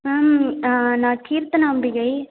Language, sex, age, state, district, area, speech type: Tamil, female, 18-30, Tamil Nadu, Viluppuram, urban, conversation